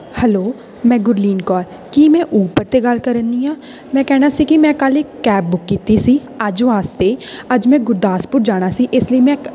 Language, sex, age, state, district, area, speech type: Punjabi, female, 18-30, Punjab, Tarn Taran, rural, spontaneous